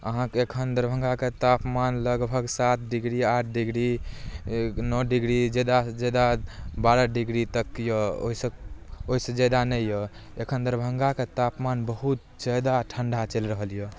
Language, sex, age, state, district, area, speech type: Maithili, male, 18-30, Bihar, Darbhanga, rural, spontaneous